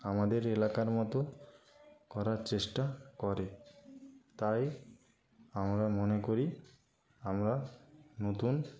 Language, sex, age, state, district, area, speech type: Bengali, male, 45-60, West Bengal, Nadia, rural, spontaneous